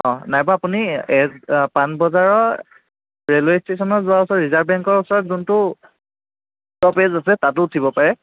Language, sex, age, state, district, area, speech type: Assamese, male, 18-30, Assam, Kamrup Metropolitan, urban, conversation